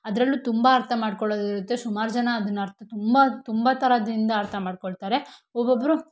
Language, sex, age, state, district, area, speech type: Kannada, female, 18-30, Karnataka, Shimoga, rural, spontaneous